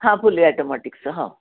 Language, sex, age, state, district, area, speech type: Marathi, female, 60+, Maharashtra, Nashik, urban, conversation